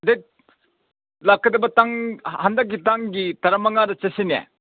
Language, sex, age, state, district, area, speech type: Manipuri, male, 30-45, Manipur, Senapati, urban, conversation